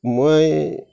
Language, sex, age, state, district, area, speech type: Assamese, male, 60+, Assam, Nagaon, rural, spontaneous